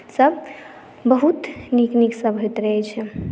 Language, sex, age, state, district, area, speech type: Maithili, female, 18-30, Bihar, Madhubani, rural, spontaneous